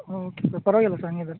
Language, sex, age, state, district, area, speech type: Kannada, male, 30-45, Karnataka, Raichur, rural, conversation